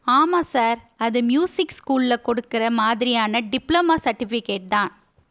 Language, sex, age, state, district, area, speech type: Tamil, female, 30-45, Tamil Nadu, Madurai, urban, read